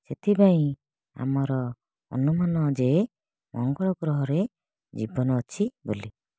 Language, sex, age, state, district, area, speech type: Odia, female, 30-45, Odisha, Kalahandi, rural, spontaneous